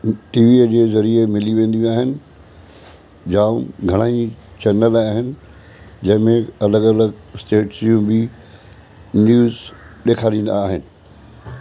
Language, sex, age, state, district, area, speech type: Sindhi, male, 60+, Maharashtra, Mumbai Suburban, urban, spontaneous